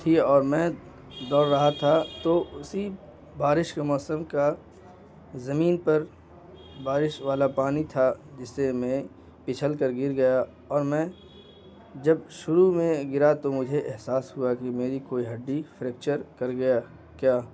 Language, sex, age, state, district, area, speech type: Urdu, male, 18-30, Bihar, Gaya, urban, spontaneous